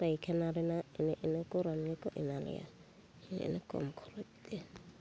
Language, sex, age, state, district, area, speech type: Santali, female, 45-60, West Bengal, Bankura, rural, spontaneous